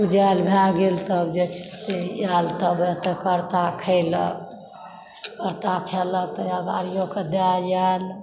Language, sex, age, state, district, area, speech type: Maithili, female, 60+, Bihar, Supaul, rural, spontaneous